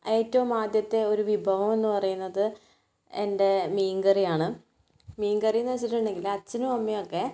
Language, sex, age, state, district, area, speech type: Malayalam, female, 18-30, Kerala, Kannur, rural, spontaneous